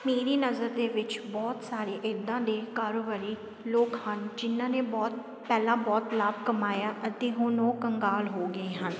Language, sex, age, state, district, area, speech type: Punjabi, female, 30-45, Punjab, Sangrur, rural, spontaneous